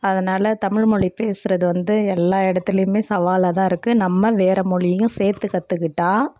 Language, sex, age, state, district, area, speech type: Tamil, female, 30-45, Tamil Nadu, Perambalur, rural, spontaneous